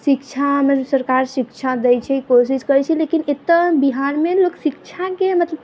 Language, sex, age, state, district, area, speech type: Maithili, female, 30-45, Bihar, Sitamarhi, urban, spontaneous